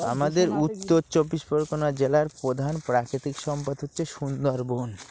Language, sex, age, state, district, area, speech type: Bengali, male, 45-60, West Bengal, North 24 Parganas, rural, spontaneous